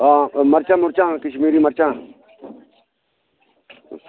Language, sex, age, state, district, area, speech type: Dogri, male, 45-60, Jammu and Kashmir, Udhampur, rural, conversation